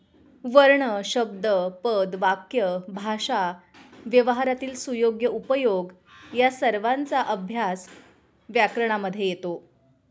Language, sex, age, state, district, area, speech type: Marathi, female, 30-45, Maharashtra, Kolhapur, urban, spontaneous